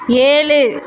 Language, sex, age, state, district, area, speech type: Tamil, female, 30-45, Tamil Nadu, Thoothukudi, urban, read